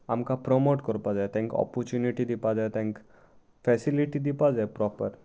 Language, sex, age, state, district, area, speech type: Goan Konkani, male, 18-30, Goa, Salcete, rural, spontaneous